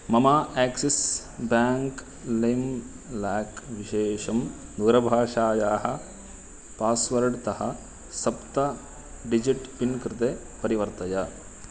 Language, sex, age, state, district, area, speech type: Sanskrit, male, 18-30, Karnataka, Uttara Kannada, rural, read